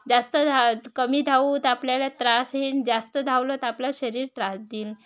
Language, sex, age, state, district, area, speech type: Marathi, female, 30-45, Maharashtra, Wardha, rural, spontaneous